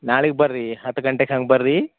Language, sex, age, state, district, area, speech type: Kannada, male, 45-60, Karnataka, Bidar, rural, conversation